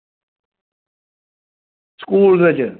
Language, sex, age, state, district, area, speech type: Dogri, male, 45-60, Jammu and Kashmir, Samba, rural, conversation